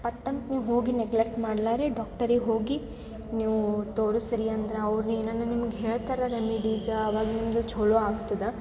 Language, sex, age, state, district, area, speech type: Kannada, female, 18-30, Karnataka, Gulbarga, urban, spontaneous